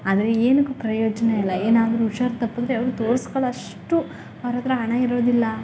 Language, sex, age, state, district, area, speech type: Kannada, female, 18-30, Karnataka, Chamarajanagar, rural, spontaneous